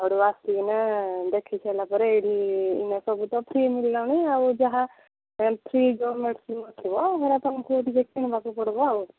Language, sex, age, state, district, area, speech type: Odia, female, 45-60, Odisha, Angul, rural, conversation